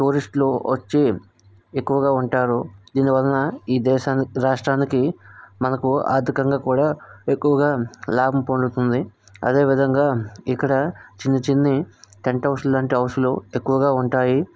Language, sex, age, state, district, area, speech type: Telugu, male, 18-30, Andhra Pradesh, Vizianagaram, rural, spontaneous